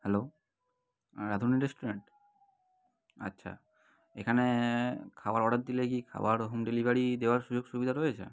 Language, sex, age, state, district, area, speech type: Bengali, male, 18-30, West Bengal, North 24 Parganas, urban, spontaneous